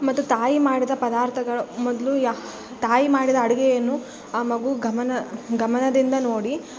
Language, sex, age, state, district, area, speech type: Kannada, female, 18-30, Karnataka, Bellary, rural, spontaneous